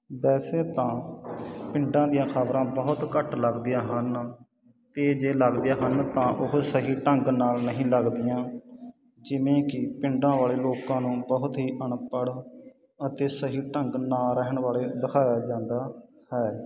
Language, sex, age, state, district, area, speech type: Punjabi, male, 30-45, Punjab, Sangrur, rural, spontaneous